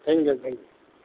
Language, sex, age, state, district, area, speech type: Urdu, male, 45-60, Delhi, Central Delhi, urban, conversation